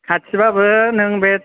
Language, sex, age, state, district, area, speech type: Bodo, male, 18-30, Assam, Kokrajhar, rural, conversation